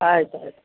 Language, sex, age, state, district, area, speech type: Kannada, female, 60+, Karnataka, Udupi, rural, conversation